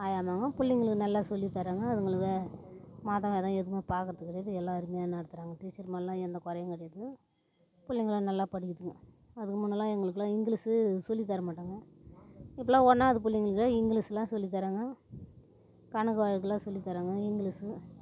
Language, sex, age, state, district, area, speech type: Tamil, female, 60+, Tamil Nadu, Tiruvannamalai, rural, spontaneous